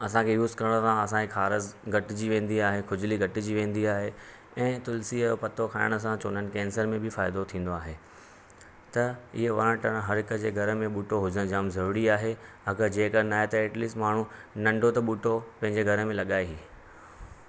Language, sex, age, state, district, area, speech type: Sindhi, male, 30-45, Maharashtra, Thane, urban, spontaneous